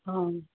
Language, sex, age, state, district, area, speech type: Assamese, female, 45-60, Assam, Golaghat, urban, conversation